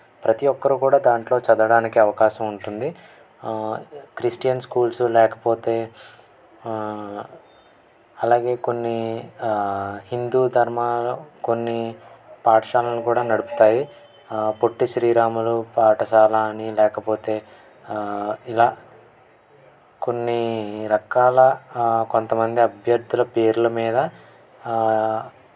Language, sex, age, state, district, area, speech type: Telugu, male, 18-30, Andhra Pradesh, N T Rama Rao, urban, spontaneous